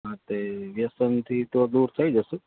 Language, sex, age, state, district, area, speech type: Gujarati, male, 30-45, Gujarat, Morbi, rural, conversation